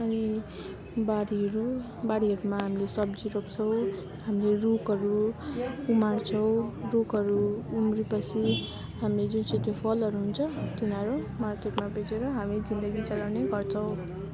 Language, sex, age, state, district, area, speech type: Nepali, female, 30-45, West Bengal, Darjeeling, rural, spontaneous